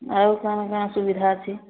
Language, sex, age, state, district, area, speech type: Odia, female, 45-60, Odisha, Sambalpur, rural, conversation